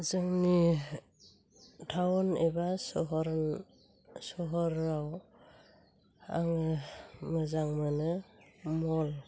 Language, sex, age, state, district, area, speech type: Bodo, female, 45-60, Assam, Chirang, rural, spontaneous